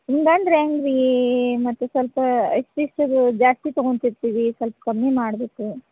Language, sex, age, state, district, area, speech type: Kannada, female, 30-45, Karnataka, Bagalkot, rural, conversation